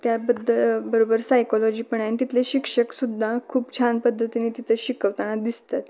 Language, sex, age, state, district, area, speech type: Marathi, female, 18-30, Maharashtra, Kolhapur, urban, spontaneous